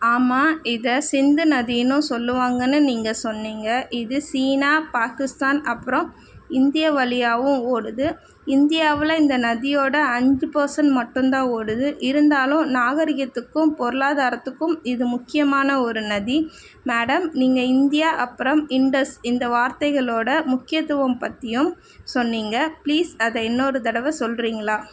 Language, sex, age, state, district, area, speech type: Tamil, female, 30-45, Tamil Nadu, Chennai, urban, read